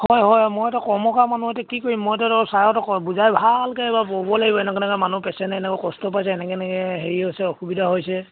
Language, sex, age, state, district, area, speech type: Assamese, male, 60+, Assam, Dibrugarh, rural, conversation